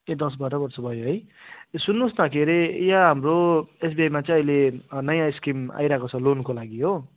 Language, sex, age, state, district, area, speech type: Nepali, male, 60+, West Bengal, Darjeeling, rural, conversation